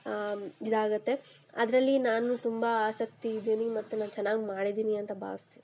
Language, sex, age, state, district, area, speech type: Kannada, female, 18-30, Karnataka, Kolar, rural, spontaneous